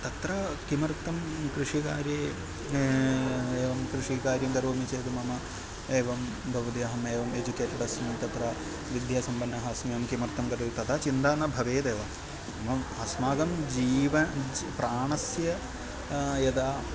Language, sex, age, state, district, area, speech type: Sanskrit, male, 30-45, Kerala, Ernakulam, urban, spontaneous